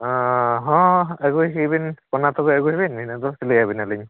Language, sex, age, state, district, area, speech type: Santali, male, 45-60, Odisha, Mayurbhanj, rural, conversation